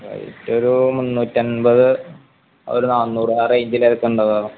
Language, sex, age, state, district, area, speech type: Malayalam, male, 18-30, Kerala, Malappuram, rural, conversation